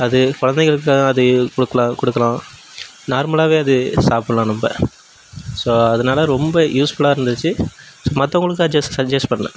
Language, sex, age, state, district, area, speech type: Tamil, male, 18-30, Tamil Nadu, Nagapattinam, urban, spontaneous